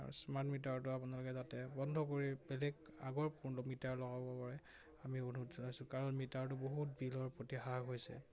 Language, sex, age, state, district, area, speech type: Assamese, male, 18-30, Assam, Majuli, urban, spontaneous